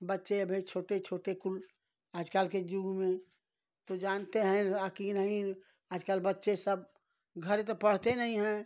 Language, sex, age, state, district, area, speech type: Hindi, female, 60+, Uttar Pradesh, Ghazipur, rural, spontaneous